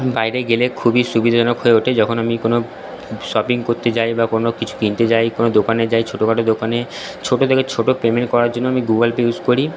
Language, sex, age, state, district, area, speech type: Bengali, male, 18-30, West Bengal, Purba Bardhaman, urban, spontaneous